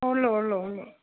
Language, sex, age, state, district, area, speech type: Malayalam, female, 45-60, Kerala, Thiruvananthapuram, urban, conversation